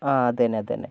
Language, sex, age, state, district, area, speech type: Malayalam, male, 45-60, Kerala, Wayanad, rural, spontaneous